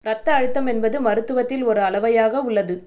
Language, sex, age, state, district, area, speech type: Tamil, female, 30-45, Tamil Nadu, Chennai, urban, read